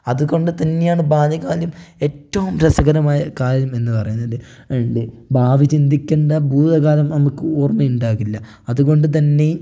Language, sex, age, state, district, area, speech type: Malayalam, male, 18-30, Kerala, Wayanad, rural, spontaneous